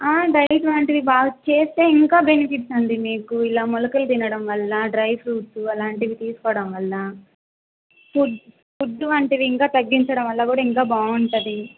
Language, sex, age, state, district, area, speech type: Telugu, female, 18-30, Andhra Pradesh, Kadapa, rural, conversation